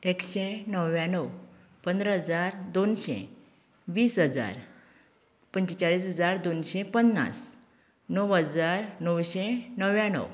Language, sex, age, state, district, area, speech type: Goan Konkani, female, 45-60, Goa, Canacona, rural, spontaneous